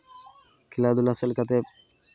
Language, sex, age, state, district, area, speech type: Santali, male, 18-30, West Bengal, Malda, rural, spontaneous